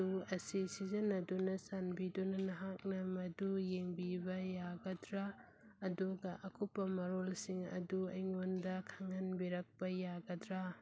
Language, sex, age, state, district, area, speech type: Manipuri, female, 30-45, Manipur, Churachandpur, rural, read